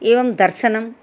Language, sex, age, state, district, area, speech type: Sanskrit, female, 60+, Andhra Pradesh, Chittoor, urban, spontaneous